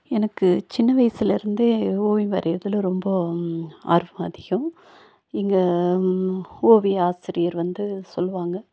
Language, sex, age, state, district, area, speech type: Tamil, female, 45-60, Tamil Nadu, Nilgiris, urban, spontaneous